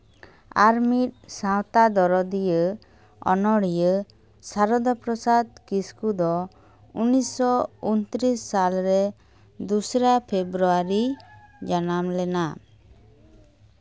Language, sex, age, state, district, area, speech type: Santali, female, 30-45, West Bengal, Bankura, rural, spontaneous